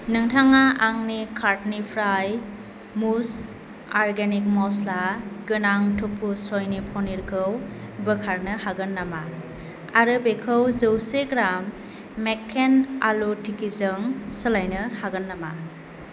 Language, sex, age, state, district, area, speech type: Bodo, female, 18-30, Assam, Kokrajhar, urban, read